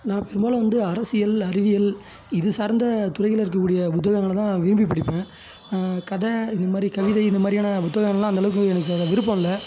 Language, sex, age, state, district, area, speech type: Tamil, male, 18-30, Tamil Nadu, Tiruvannamalai, rural, spontaneous